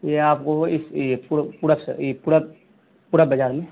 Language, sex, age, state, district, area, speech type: Urdu, male, 18-30, Bihar, Saharsa, rural, conversation